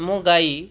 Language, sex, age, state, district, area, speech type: Odia, male, 30-45, Odisha, Cuttack, urban, spontaneous